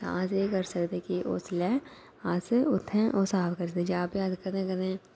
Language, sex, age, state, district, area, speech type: Dogri, female, 30-45, Jammu and Kashmir, Udhampur, urban, spontaneous